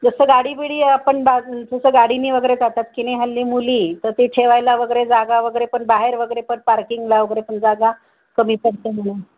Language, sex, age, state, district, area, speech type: Marathi, female, 45-60, Maharashtra, Nagpur, urban, conversation